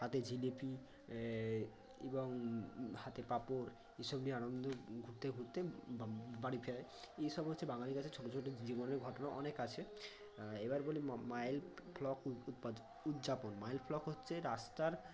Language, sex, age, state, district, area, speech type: Bengali, male, 18-30, West Bengal, Bankura, urban, spontaneous